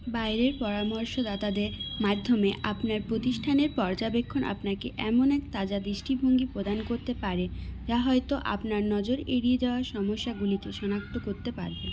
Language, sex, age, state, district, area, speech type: Bengali, female, 18-30, West Bengal, Purulia, urban, read